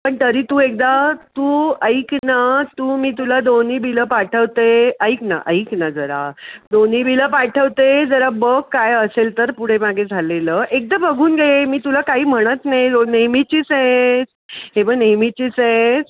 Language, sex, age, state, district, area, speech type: Marathi, female, 60+, Maharashtra, Pune, urban, conversation